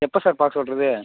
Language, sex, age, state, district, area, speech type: Tamil, male, 18-30, Tamil Nadu, Cuddalore, rural, conversation